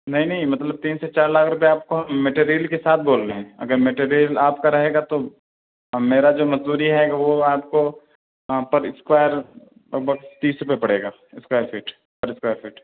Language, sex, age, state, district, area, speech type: Urdu, male, 18-30, Delhi, Central Delhi, rural, conversation